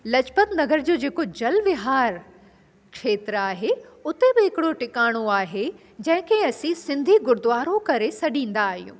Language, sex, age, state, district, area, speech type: Sindhi, female, 45-60, Delhi, South Delhi, urban, spontaneous